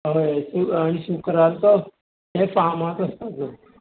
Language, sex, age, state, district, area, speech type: Goan Konkani, male, 60+, Goa, Bardez, rural, conversation